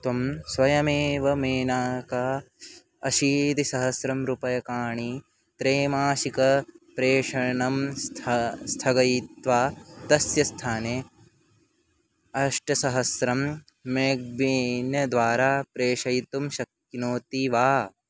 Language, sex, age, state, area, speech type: Sanskrit, male, 18-30, Chhattisgarh, urban, read